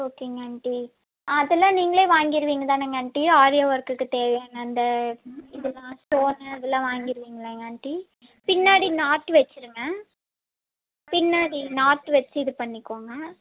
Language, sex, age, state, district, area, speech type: Tamil, female, 18-30, Tamil Nadu, Erode, rural, conversation